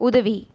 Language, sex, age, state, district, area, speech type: Tamil, female, 18-30, Tamil Nadu, Erode, rural, read